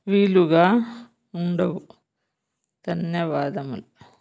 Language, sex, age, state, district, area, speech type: Telugu, female, 30-45, Telangana, Bhadradri Kothagudem, urban, spontaneous